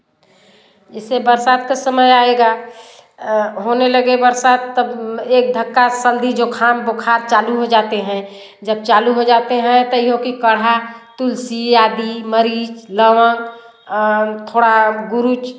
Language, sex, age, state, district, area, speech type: Hindi, female, 60+, Uttar Pradesh, Varanasi, rural, spontaneous